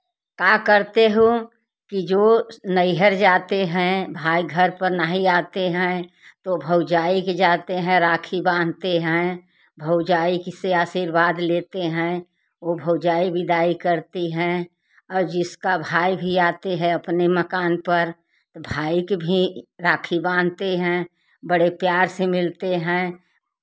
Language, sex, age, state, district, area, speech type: Hindi, female, 60+, Uttar Pradesh, Jaunpur, rural, spontaneous